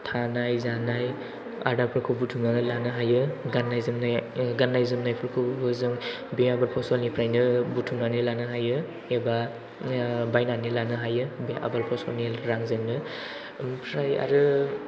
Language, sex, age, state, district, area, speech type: Bodo, male, 18-30, Assam, Chirang, rural, spontaneous